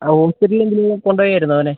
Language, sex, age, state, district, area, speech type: Malayalam, male, 30-45, Kerala, Wayanad, rural, conversation